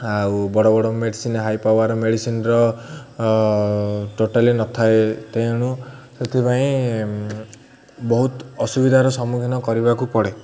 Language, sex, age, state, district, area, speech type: Odia, male, 30-45, Odisha, Ganjam, urban, spontaneous